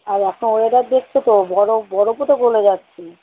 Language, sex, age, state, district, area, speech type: Bengali, female, 30-45, West Bengal, Howrah, urban, conversation